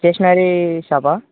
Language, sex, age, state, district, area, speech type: Telugu, male, 18-30, Telangana, Nalgonda, urban, conversation